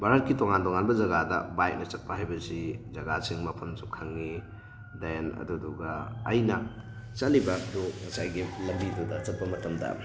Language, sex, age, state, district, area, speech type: Manipuri, male, 18-30, Manipur, Thoubal, rural, spontaneous